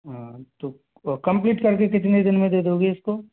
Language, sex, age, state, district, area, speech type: Hindi, male, 30-45, Rajasthan, Jaipur, urban, conversation